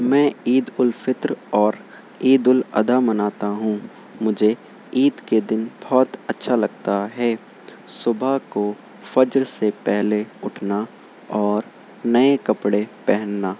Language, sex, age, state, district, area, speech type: Urdu, male, 18-30, Uttar Pradesh, Shahjahanpur, rural, spontaneous